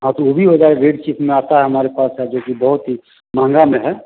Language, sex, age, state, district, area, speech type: Hindi, male, 45-60, Bihar, Begusarai, rural, conversation